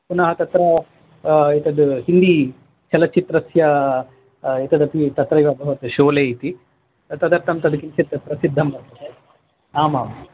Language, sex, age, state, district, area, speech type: Sanskrit, male, 45-60, Karnataka, Bangalore Urban, urban, conversation